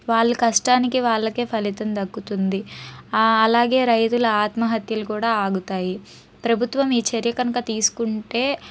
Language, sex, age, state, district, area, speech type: Telugu, female, 30-45, Andhra Pradesh, Palnadu, urban, spontaneous